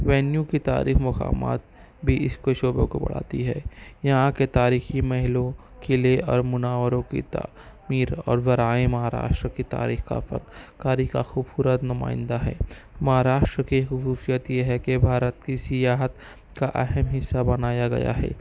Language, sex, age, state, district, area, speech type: Urdu, male, 18-30, Maharashtra, Nashik, urban, spontaneous